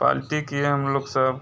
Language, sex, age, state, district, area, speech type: Hindi, male, 30-45, Uttar Pradesh, Mirzapur, rural, spontaneous